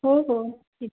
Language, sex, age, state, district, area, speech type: Marathi, female, 30-45, Maharashtra, Yavatmal, rural, conversation